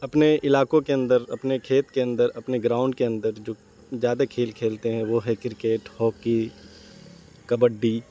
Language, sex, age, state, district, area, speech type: Urdu, male, 18-30, Bihar, Saharsa, urban, spontaneous